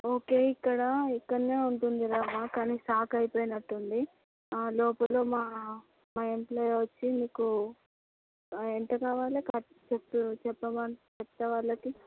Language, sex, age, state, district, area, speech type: Telugu, female, 30-45, Andhra Pradesh, Visakhapatnam, urban, conversation